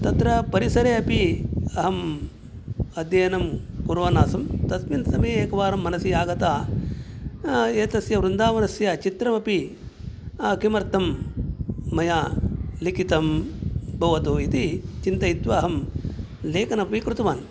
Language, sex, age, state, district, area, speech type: Sanskrit, male, 60+, Karnataka, Udupi, rural, spontaneous